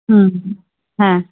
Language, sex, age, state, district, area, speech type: Bengali, female, 30-45, West Bengal, Kolkata, urban, conversation